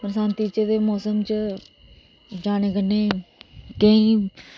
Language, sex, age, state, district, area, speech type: Dogri, female, 30-45, Jammu and Kashmir, Reasi, rural, spontaneous